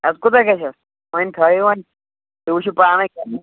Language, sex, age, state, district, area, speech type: Kashmiri, male, 18-30, Jammu and Kashmir, Shopian, rural, conversation